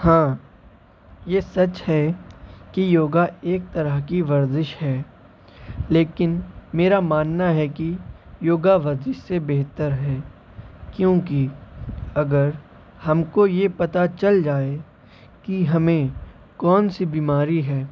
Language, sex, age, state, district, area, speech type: Urdu, male, 18-30, Uttar Pradesh, Shahjahanpur, rural, spontaneous